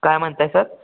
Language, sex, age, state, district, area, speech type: Marathi, male, 18-30, Maharashtra, Satara, urban, conversation